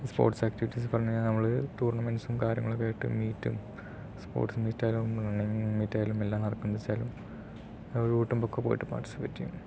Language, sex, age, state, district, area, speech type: Malayalam, male, 18-30, Kerala, Palakkad, rural, spontaneous